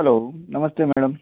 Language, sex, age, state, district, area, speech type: Telugu, male, 18-30, Telangana, Hyderabad, urban, conversation